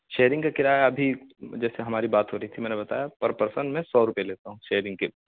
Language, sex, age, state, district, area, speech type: Urdu, male, 18-30, Uttar Pradesh, Siddharthnagar, rural, conversation